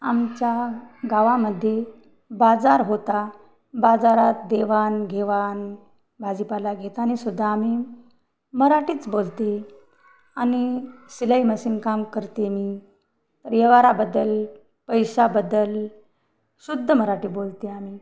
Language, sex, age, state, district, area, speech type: Marathi, female, 45-60, Maharashtra, Hingoli, urban, spontaneous